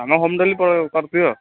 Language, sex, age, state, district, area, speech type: Odia, male, 45-60, Odisha, Gajapati, rural, conversation